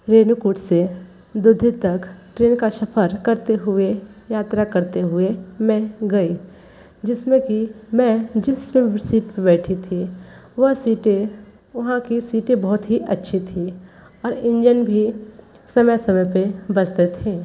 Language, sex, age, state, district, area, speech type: Hindi, female, 30-45, Uttar Pradesh, Sonbhadra, rural, spontaneous